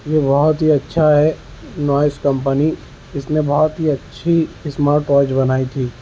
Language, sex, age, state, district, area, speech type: Urdu, male, 18-30, Maharashtra, Nashik, urban, spontaneous